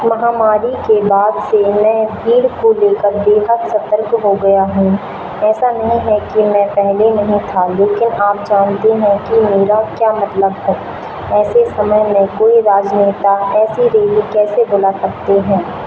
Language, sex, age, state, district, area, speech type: Hindi, female, 18-30, Madhya Pradesh, Seoni, urban, read